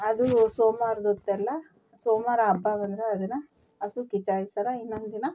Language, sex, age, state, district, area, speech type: Kannada, female, 30-45, Karnataka, Mandya, rural, spontaneous